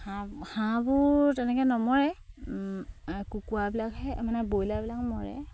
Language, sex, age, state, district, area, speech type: Assamese, female, 30-45, Assam, Sivasagar, rural, spontaneous